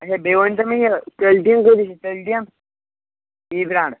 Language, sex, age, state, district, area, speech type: Kashmiri, male, 18-30, Jammu and Kashmir, Shopian, rural, conversation